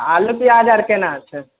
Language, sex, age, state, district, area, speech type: Maithili, male, 18-30, Bihar, Samastipur, rural, conversation